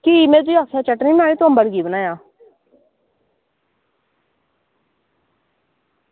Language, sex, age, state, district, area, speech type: Dogri, female, 18-30, Jammu and Kashmir, Samba, rural, conversation